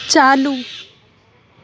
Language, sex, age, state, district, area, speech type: Urdu, female, 30-45, Uttar Pradesh, Aligarh, rural, read